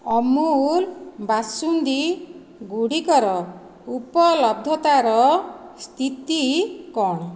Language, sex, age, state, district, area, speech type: Odia, female, 45-60, Odisha, Dhenkanal, rural, read